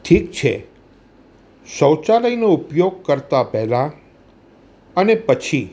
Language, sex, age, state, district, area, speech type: Gujarati, male, 60+, Gujarat, Surat, urban, read